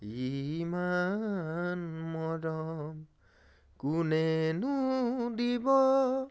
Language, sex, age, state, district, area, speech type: Assamese, male, 18-30, Assam, Charaideo, urban, spontaneous